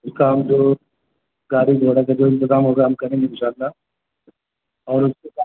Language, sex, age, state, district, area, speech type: Urdu, male, 18-30, Bihar, Purnia, rural, conversation